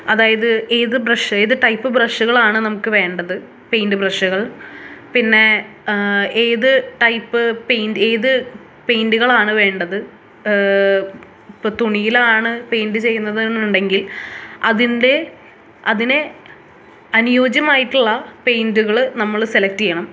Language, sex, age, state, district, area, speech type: Malayalam, female, 18-30, Kerala, Thrissur, urban, spontaneous